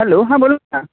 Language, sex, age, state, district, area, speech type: Marathi, male, 30-45, Maharashtra, Kolhapur, urban, conversation